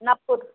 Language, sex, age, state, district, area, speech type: Marathi, female, 30-45, Maharashtra, Wardha, rural, conversation